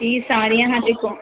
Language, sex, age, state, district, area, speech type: Punjabi, female, 18-30, Punjab, Hoshiarpur, rural, conversation